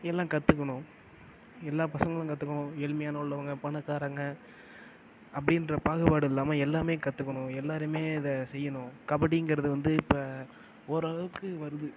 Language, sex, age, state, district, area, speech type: Tamil, male, 18-30, Tamil Nadu, Mayiladuthurai, urban, spontaneous